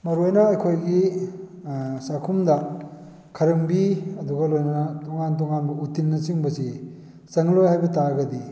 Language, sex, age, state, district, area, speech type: Manipuri, male, 60+, Manipur, Kakching, rural, spontaneous